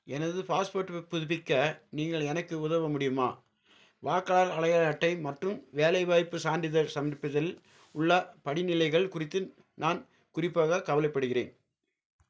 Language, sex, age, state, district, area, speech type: Tamil, male, 45-60, Tamil Nadu, Nilgiris, urban, read